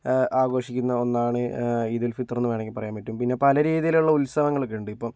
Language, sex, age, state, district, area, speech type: Malayalam, male, 60+, Kerala, Kozhikode, urban, spontaneous